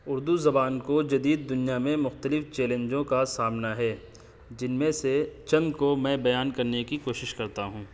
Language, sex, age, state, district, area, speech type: Urdu, male, 18-30, Uttar Pradesh, Saharanpur, urban, spontaneous